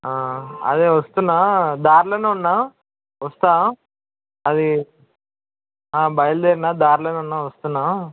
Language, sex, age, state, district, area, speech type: Telugu, male, 18-30, Telangana, Hyderabad, urban, conversation